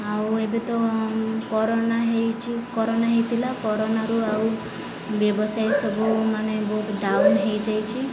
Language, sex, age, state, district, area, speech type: Odia, female, 30-45, Odisha, Sundergarh, urban, spontaneous